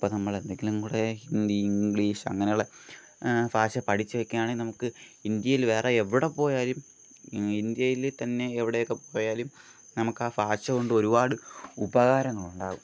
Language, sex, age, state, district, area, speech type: Malayalam, male, 18-30, Kerala, Thiruvananthapuram, rural, spontaneous